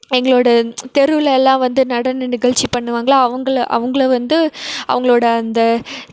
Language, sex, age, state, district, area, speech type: Tamil, female, 18-30, Tamil Nadu, Krishnagiri, rural, spontaneous